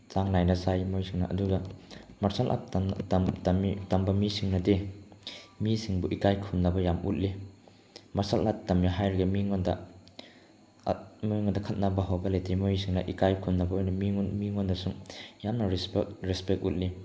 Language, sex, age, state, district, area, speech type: Manipuri, male, 18-30, Manipur, Chandel, rural, spontaneous